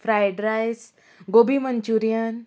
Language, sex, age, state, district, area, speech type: Goan Konkani, female, 18-30, Goa, Murmgao, rural, spontaneous